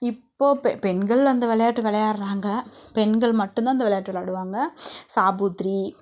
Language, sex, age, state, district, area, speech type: Tamil, female, 18-30, Tamil Nadu, Namakkal, rural, spontaneous